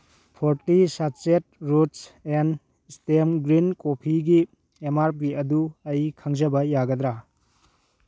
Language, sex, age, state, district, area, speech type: Manipuri, male, 18-30, Manipur, Churachandpur, rural, read